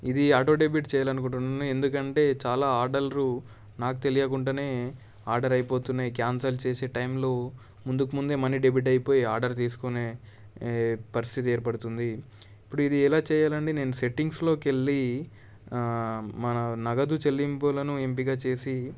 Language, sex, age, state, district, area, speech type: Telugu, male, 18-30, Telangana, Medak, rural, spontaneous